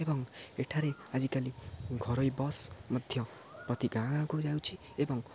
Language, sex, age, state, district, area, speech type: Odia, male, 18-30, Odisha, Jagatsinghpur, rural, spontaneous